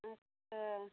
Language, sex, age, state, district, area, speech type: Hindi, female, 30-45, Uttar Pradesh, Jaunpur, rural, conversation